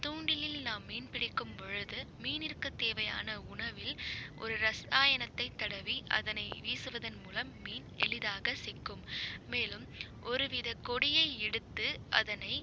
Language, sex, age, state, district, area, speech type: Tamil, female, 45-60, Tamil Nadu, Pudukkottai, rural, spontaneous